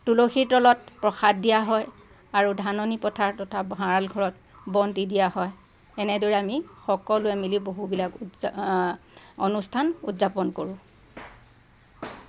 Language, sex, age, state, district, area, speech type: Assamese, female, 45-60, Assam, Lakhimpur, rural, spontaneous